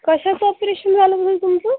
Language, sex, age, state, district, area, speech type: Marathi, female, 30-45, Maharashtra, Akola, rural, conversation